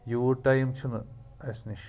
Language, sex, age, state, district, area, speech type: Kashmiri, male, 30-45, Jammu and Kashmir, Pulwama, urban, spontaneous